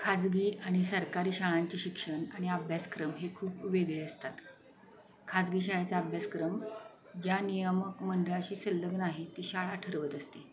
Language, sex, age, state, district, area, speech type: Marathi, female, 45-60, Maharashtra, Satara, urban, spontaneous